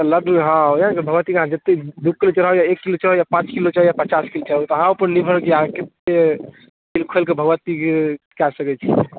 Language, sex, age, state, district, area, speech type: Maithili, male, 18-30, Bihar, Darbhanga, rural, conversation